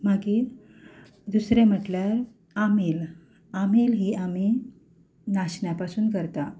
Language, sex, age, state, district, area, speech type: Goan Konkani, female, 30-45, Goa, Ponda, rural, spontaneous